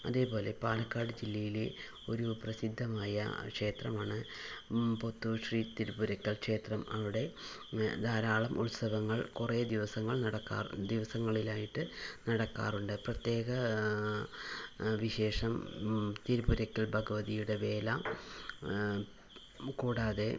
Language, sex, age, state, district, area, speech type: Malayalam, female, 60+, Kerala, Palakkad, rural, spontaneous